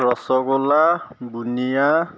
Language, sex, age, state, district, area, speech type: Assamese, male, 30-45, Assam, Majuli, urban, spontaneous